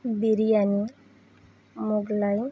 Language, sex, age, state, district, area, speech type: Bengali, female, 18-30, West Bengal, Howrah, urban, spontaneous